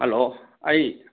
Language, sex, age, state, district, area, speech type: Manipuri, male, 60+, Manipur, Churachandpur, urban, conversation